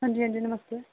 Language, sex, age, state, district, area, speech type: Dogri, female, 18-30, Jammu and Kashmir, Jammu, rural, conversation